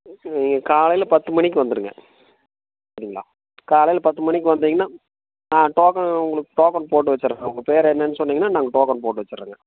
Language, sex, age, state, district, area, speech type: Tamil, male, 30-45, Tamil Nadu, Coimbatore, rural, conversation